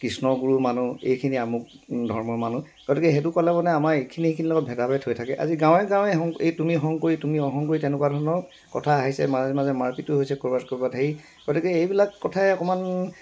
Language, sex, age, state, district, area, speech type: Assamese, male, 60+, Assam, Dibrugarh, rural, spontaneous